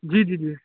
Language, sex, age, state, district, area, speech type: Hindi, male, 18-30, Bihar, Darbhanga, rural, conversation